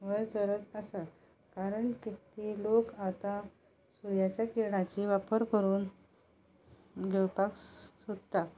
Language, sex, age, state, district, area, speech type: Goan Konkani, female, 45-60, Goa, Ponda, rural, spontaneous